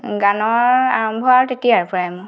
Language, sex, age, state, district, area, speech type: Assamese, female, 30-45, Assam, Golaghat, urban, spontaneous